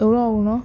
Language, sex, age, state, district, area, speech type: Tamil, female, 18-30, Tamil Nadu, Nagapattinam, rural, spontaneous